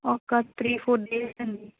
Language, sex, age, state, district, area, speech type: Telugu, female, 30-45, Andhra Pradesh, Vizianagaram, urban, conversation